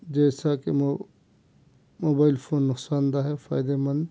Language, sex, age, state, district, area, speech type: Urdu, male, 45-60, Telangana, Hyderabad, urban, spontaneous